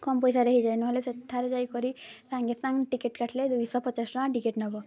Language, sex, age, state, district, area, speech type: Odia, female, 18-30, Odisha, Mayurbhanj, rural, spontaneous